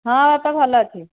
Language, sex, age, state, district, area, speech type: Odia, female, 30-45, Odisha, Dhenkanal, rural, conversation